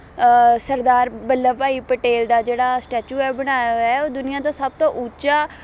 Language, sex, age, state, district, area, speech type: Punjabi, female, 18-30, Punjab, Shaheed Bhagat Singh Nagar, rural, spontaneous